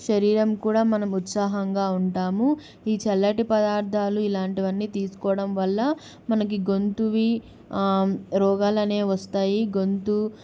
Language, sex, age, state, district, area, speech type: Telugu, female, 18-30, Andhra Pradesh, Kadapa, urban, spontaneous